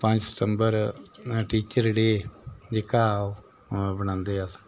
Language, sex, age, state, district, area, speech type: Dogri, male, 60+, Jammu and Kashmir, Udhampur, rural, spontaneous